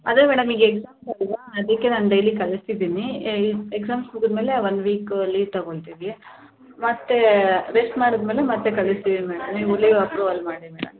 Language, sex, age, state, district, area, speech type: Kannada, female, 18-30, Karnataka, Kolar, rural, conversation